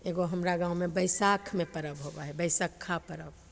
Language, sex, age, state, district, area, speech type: Maithili, female, 45-60, Bihar, Begusarai, rural, spontaneous